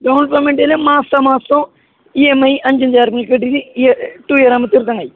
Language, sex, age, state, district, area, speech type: Malayalam, male, 18-30, Kerala, Kasaragod, urban, conversation